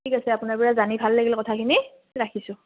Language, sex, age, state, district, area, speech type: Assamese, female, 18-30, Assam, Nalbari, rural, conversation